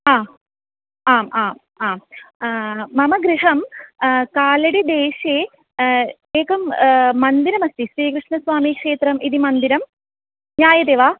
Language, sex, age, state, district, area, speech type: Sanskrit, female, 18-30, Kerala, Ernakulam, urban, conversation